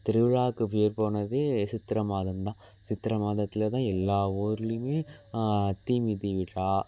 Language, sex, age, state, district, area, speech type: Tamil, male, 18-30, Tamil Nadu, Thanjavur, urban, spontaneous